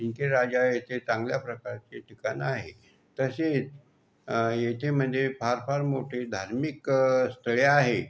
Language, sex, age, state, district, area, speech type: Marathi, male, 45-60, Maharashtra, Buldhana, rural, spontaneous